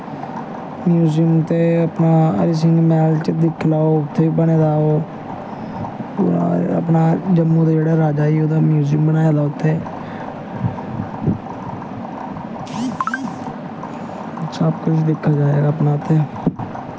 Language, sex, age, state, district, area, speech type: Dogri, male, 18-30, Jammu and Kashmir, Samba, rural, spontaneous